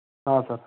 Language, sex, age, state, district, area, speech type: Kannada, male, 30-45, Karnataka, Belgaum, rural, conversation